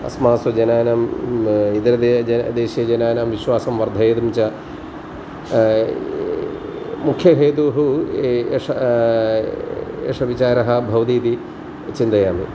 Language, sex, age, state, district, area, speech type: Sanskrit, male, 45-60, Kerala, Kottayam, rural, spontaneous